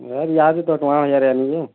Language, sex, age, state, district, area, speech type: Odia, male, 30-45, Odisha, Bargarh, urban, conversation